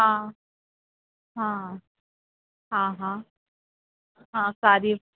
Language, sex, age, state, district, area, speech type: Urdu, female, 45-60, Uttar Pradesh, Rampur, urban, conversation